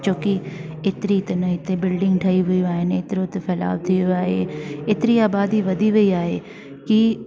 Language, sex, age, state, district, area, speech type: Sindhi, female, 45-60, Delhi, South Delhi, urban, spontaneous